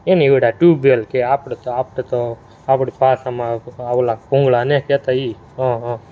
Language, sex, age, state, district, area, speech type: Gujarati, male, 18-30, Gujarat, Surat, rural, spontaneous